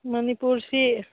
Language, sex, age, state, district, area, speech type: Manipuri, female, 60+, Manipur, Churachandpur, urban, conversation